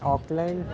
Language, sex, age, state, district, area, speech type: Punjabi, male, 18-30, Punjab, Ludhiana, urban, spontaneous